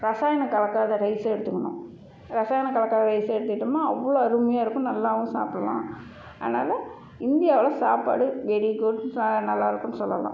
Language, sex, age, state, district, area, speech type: Tamil, female, 45-60, Tamil Nadu, Salem, rural, spontaneous